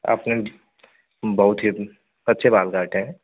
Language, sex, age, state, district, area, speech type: Hindi, male, 18-30, Uttar Pradesh, Azamgarh, rural, conversation